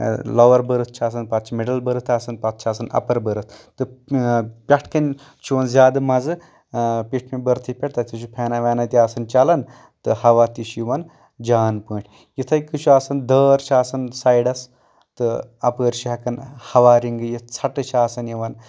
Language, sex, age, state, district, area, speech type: Kashmiri, male, 45-60, Jammu and Kashmir, Anantnag, rural, spontaneous